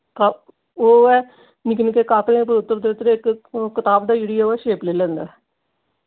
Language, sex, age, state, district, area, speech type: Dogri, female, 60+, Jammu and Kashmir, Jammu, urban, conversation